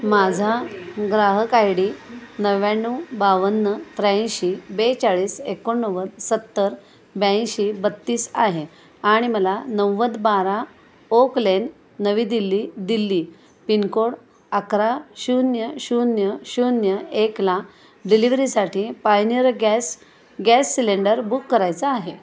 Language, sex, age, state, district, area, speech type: Marathi, female, 60+, Maharashtra, Kolhapur, urban, read